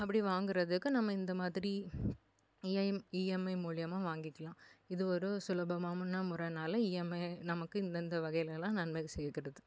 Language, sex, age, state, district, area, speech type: Tamil, female, 18-30, Tamil Nadu, Kanyakumari, urban, spontaneous